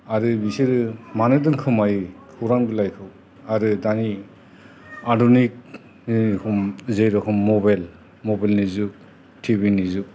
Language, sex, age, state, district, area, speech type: Bodo, male, 60+, Assam, Kokrajhar, urban, spontaneous